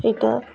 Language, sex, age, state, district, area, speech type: Odia, female, 45-60, Odisha, Malkangiri, urban, spontaneous